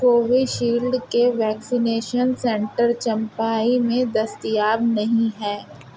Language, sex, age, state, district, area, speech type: Urdu, female, 30-45, Uttar Pradesh, Lucknow, urban, read